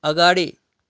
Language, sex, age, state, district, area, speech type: Nepali, male, 30-45, West Bengal, Darjeeling, rural, read